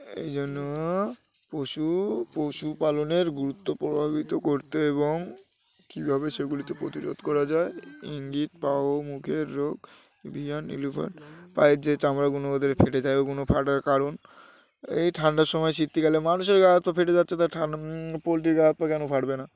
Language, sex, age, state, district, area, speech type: Bengali, male, 18-30, West Bengal, Uttar Dinajpur, urban, spontaneous